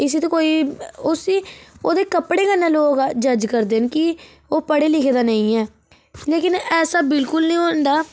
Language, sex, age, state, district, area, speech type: Dogri, female, 30-45, Jammu and Kashmir, Reasi, rural, spontaneous